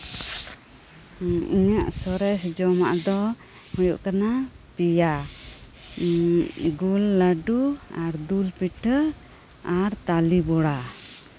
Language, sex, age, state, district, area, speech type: Santali, female, 30-45, West Bengal, Birbhum, rural, spontaneous